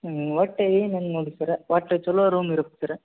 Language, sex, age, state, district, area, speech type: Kannada, male, 18-30, Karnataka, Gadag, urban, conversation